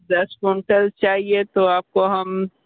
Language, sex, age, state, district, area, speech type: Hindi, male, 18-30, Uttar Pradesh, Sonbhadra, rural, conversation